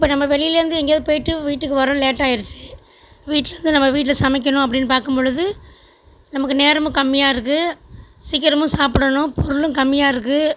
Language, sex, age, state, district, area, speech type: Tamil, female, 45-60, Tamil Nadu, Tiruchirappalli, rural, spontaneous